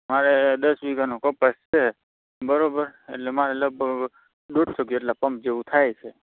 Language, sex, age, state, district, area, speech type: Gujarati, male, 45-60, Gujarat, Morbi, rural, conversation